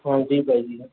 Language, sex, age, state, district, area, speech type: Hindi, male, 45-60, Rajasthan, Jodhpur, urban, conversation